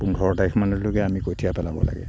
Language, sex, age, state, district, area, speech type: Assamese, male, 60+, Assam, Kamrup Metropolitan, urban, spontaneous